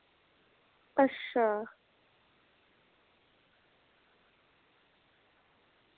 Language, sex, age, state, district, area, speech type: Dogri, female, 45-60, Jammu and Kashmir, Reasi, urban, conversation